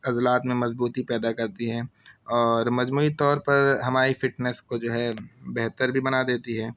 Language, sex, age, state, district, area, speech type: Urdu, male, 18-30, Uttar Pradesh, Siddharthnagar, rural, spontaneous